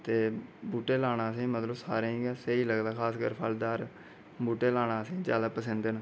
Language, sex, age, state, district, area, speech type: Dogri, male, 30-45, Jammu and Kashmir, Reasi, rural, spontaneous